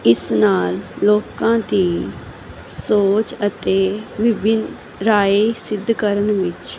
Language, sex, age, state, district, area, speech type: Punjabi, female, 18-30, Punjab, Muktsar, urban, spontaneous